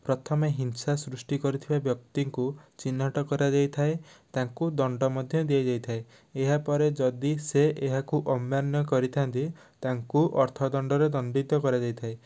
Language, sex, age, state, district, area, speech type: Odia, male, 18-30, Odisha, Nayagarh, rural, spontaneous